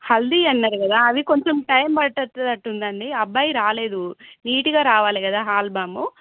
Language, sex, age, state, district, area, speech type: Telugu, female, 18-30, Telangana, Jangaon, rural, conversation